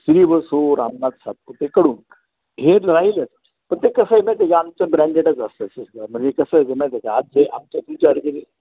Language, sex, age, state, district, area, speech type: Marathi, male, 60+, Maharashtra, Ahmednagar, urban, conversation